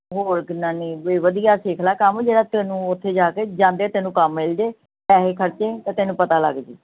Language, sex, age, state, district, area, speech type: Punjabi, female, 45-60, Punjab, Gurdaspur, urban, conversation